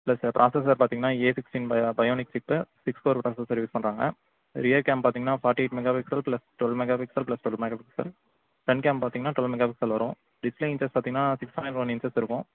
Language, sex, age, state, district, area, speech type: Tamil, male, 18-30, Tamil Nadu, Mayiladuthurai, rural, conversation